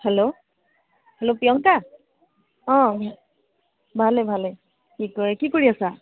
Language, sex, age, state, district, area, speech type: Assamese, female, 30-45, Assam, Charaideo, urban, conversation